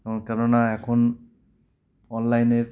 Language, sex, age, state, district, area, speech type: Bengali, male, 30-45, West Bengal, Cooch Behar, urban, spontaneous